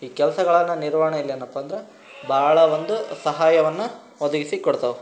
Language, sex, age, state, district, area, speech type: Kannada, male, 18-30, Karnataka, Koppal, rural, spontaneous